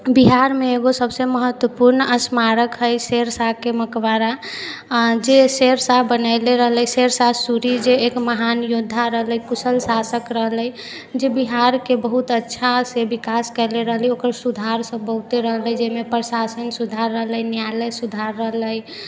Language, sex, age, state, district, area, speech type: Maithili, female, 18-30, Bihar, Sitamarhi, urban, spontaneous